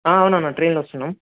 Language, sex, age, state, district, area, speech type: Telugu, male, 18-30, Telangana, Medak, rural, conversation